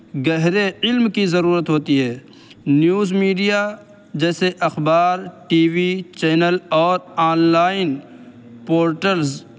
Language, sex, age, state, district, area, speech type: Urdu, male, 18-30, Uttar Pradesh, Saharanpur, urban, spontaneous